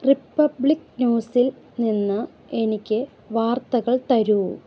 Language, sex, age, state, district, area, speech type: Malayalam, female, 30-45, Kerala, Ernakulam, rural, read